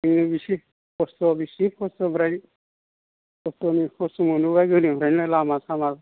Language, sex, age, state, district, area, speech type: Bodo, male, 60+, Assam, Kokrajhar, rural, conversation